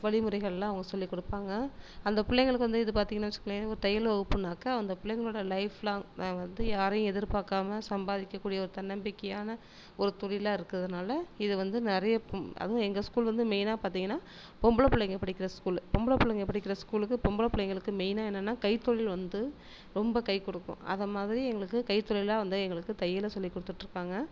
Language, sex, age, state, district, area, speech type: Tamil, female, 30-45, Tamil Nadu, Tiruchirappalli, rural, spontaneous